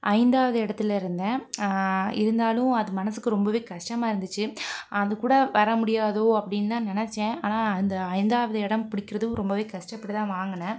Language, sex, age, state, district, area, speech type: Tamil, female, 45-60, Tamil Nadu, Pudukkottai, urban, spontaneous